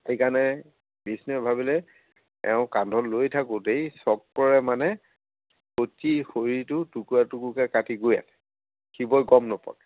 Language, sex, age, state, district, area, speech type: Assamese, male, 60+, Assam, Majuli, urban, conversation